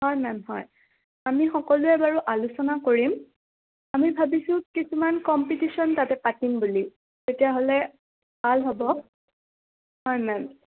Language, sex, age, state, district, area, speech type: Assamese, female, 18-30, Assam, Udalguri, rural, conversation